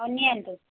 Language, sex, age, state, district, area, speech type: Odia, female, 30-45, Odisha, Cuttack, urban, conversation